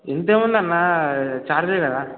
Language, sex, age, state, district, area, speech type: Telugu, male, 18-30, Telangana, Hanamkonda, rural, conversation